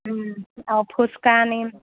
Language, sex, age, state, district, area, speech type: Assamese, female, 30-45, Assam, Dibrugarh, rural, conversation